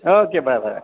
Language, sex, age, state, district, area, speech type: Dogri, female, 30-45, Jammu and Kashmir, Jammu, urban, conversation